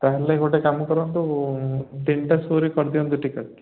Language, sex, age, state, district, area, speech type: Odia, male, 30-45, Odisha, Koraput, urban, conversation